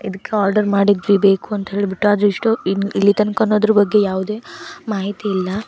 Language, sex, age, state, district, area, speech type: Kannada, female, 18-30, Karnataka, Uttara Kannada, rural, spontaneous